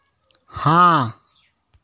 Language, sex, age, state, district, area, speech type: Hindi, male, 60+, Uttar Pradesh, Chandauli, rural, read